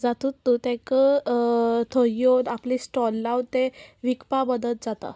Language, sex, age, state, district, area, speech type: Goan Konkani, female, 18-30, Goa, Murmgao, rural, spontaneous